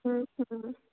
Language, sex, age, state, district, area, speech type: Hindi, female, 30-45, Madhya Pradesh, Betul, urban, conversation